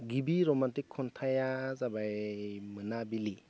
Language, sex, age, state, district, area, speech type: Bodo, male, 30-45, Assam, Goalpara, rural, spontaneous